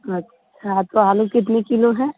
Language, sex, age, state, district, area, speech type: Hindi, female, 18-30, Uttar Pradesh, Mirzapur, rural, conversation